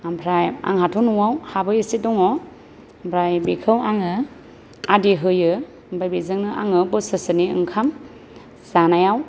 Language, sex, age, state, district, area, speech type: Bodo, female, 30-45, Assam, Kokrajhar, rural, spontaneous